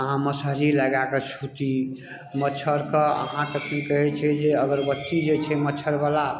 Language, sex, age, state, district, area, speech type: Maithili, male, 60+, Bihar, Darbhanga, rural, spontaneous